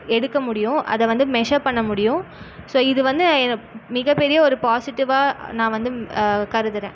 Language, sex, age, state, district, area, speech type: Tamil, female, 18-30, Tamil Nadu, Erode, rural, spontaneous